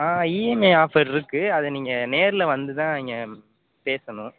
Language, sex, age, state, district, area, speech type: Tamil, male, 18-30, Tamil Nadu, Pudukkottai, rural, conversation